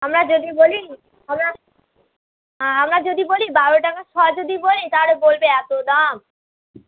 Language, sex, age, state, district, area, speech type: Bengali, female, 18-30, West Bengal, Howrah, urban, conversation